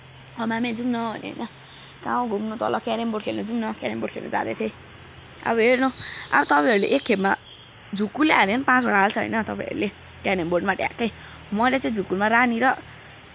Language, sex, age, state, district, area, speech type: Nepali, male, 18-30, West Bengal, Kalimpong, rural, spontaneous